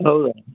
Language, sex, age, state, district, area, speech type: Kannada, male, 60+, Karnataka, Gulbarga, urban, conversation